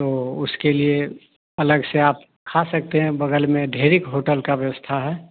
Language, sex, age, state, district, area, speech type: Hindi, male, 30-45, Bihar, Madhepura, rural, conversation